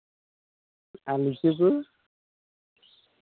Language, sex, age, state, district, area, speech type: Santali, male, 18-30, Jharkhand, Pakur, rural, conversation